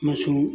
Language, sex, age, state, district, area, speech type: Manipuri, male, 45-60, Manipur, Bishnupur, rural, spontaneous